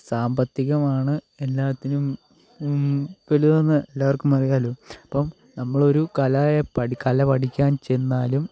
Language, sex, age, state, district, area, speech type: Malayalam, male, 18-30, Kerala, Kottayam, rural, spontaneous